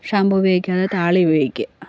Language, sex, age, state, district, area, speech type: Malayalam, female, 45-60, Kerala, Pathanamthitta, rural, spontaneous